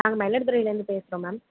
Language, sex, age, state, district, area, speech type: Tamil, female, 18-30, Tamil Nadu, Mayiladuthurai, urban, conversation